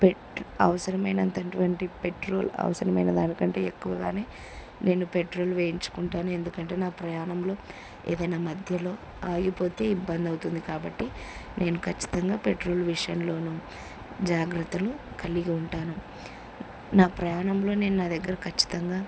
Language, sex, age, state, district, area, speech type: Telugu, female, 18-30, Andhra Pradesh, Kurnool, rural, spontaneous